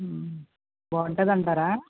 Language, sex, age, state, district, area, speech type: Telugu, female, 60+, Andhra Pradesh, Konaseema, rural, conversation